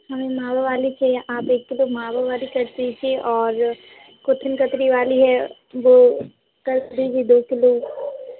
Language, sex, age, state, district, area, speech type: Hindi, female, 18-30, Madhya Pradesh, Hoshangabad, urban, conversation